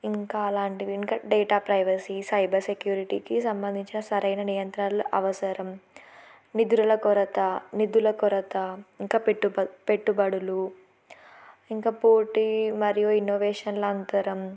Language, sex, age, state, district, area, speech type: Telugu, female, 18-30, Telangana, Ranga Reddy, urban, spontaneous